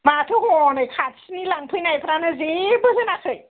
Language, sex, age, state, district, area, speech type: Bodo, female, 60+, Assam, Kokrajhar, urban, conversation